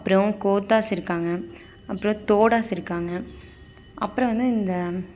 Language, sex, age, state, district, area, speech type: Tamil, female, 18-30, Tamil Nadu, Nilgiris, rural, spontaneous